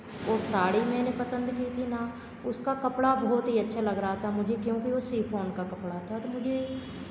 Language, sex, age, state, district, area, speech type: Hindi, female, 45-60, Madhya Pradesh, Hoshangabad, urban, spontaneous